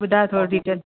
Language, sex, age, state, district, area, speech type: Sindhi, female, 45-60, Gujarat, Surat, urban, conversation